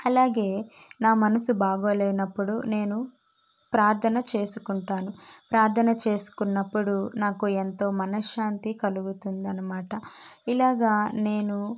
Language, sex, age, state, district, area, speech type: Telugu, female, 18-30, Andhra Pradesh, Kadapa, urban, spontaneous